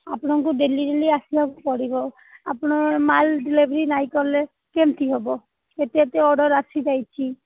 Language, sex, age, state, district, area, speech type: Odia, female, 45-60, Odisha, Sundergarh, rural, conversation